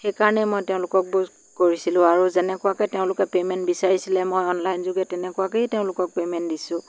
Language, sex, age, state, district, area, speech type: Assamese, female, 45-60, Assam, Lakhimpur, rural, spontaneous